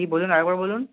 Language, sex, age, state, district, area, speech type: Bengali, male, 18-30, West Bengal, North 24 Parganas, urban, conversation